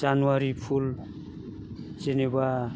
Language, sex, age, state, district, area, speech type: Bodo, male, 60+, Assam, Baksa, urban, spontaneous